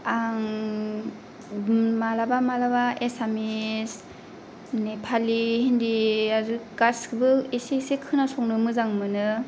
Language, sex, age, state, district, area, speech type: Bodo, female, 18-30, Assam, Kokrajhar, rural, spontaneous